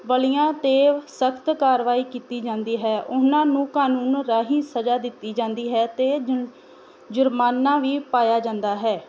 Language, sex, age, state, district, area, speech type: Punjabi, female, 18-30, Punjab, Tarn Taran, rural, spontaneous